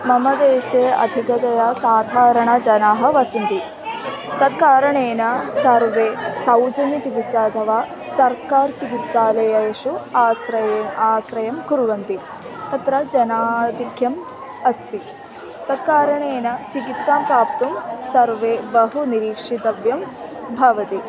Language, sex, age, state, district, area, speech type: Sanskrit, female, 18-30, Kerala, Wayanad, rural, spontaneous